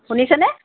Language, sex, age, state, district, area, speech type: Assamese, female, 45-60, Assam, Dibrugarh, rural, conversation